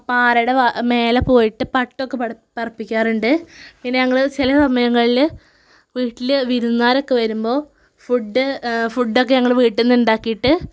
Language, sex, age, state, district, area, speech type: Malayalam, female, 18-30, Kerala, Malappuram, rural, spontaneous